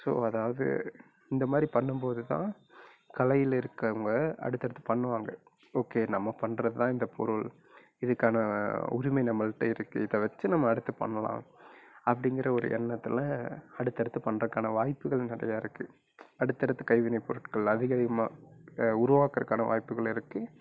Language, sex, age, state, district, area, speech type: Tamil, male, 18-30, Tamil Nadu, Coimbatore, rural, spontaneous